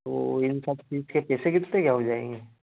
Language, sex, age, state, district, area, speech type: Hindi, male, 18-30, Madhya Pradesh, Ujjain, urban, conversation